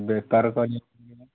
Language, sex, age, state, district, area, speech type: Odia, male, 18-30, Odisha, Kalahandi, rural, conversation